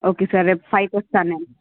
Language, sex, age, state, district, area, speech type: Telugu, female, 60+, Andhra Pradesh, Visakhapatnam, urban, conversation